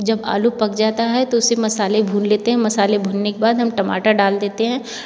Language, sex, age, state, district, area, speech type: Hindi, female, 45-60, Uttar Pradesh, Varanasi, rural, spontaneous